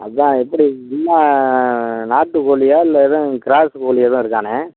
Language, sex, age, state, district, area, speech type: Tamil, male, 60+, Tamil Nadu, Pudukkottai, rural, conversation